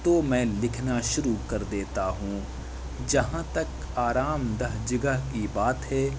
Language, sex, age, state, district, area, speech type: Urdu, male, 18-30, Delhi, South Delhi, urban, spontaneous